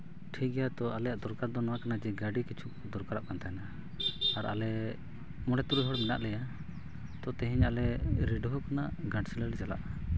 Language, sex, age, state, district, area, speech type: Santali, male, 30-45, Jharkhand, East Singhbhum, rural, spontaneous